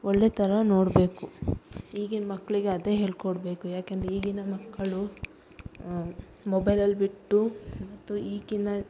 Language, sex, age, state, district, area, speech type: Kannada, female, 30-45, Karnataka, Udupi, rural, spontaneous